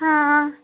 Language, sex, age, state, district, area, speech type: Punjabi, female, 18-30, Punjab, Muktsar, rural, conversation